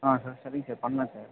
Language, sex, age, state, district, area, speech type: Tamil, male, 18-30, Tamil Nadu, Ranipet, urban, conversation